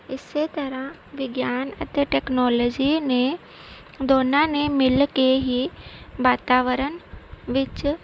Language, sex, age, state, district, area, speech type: Punjabi, female, 30-45, Punjab, Gurdaspur, rural, spontaneous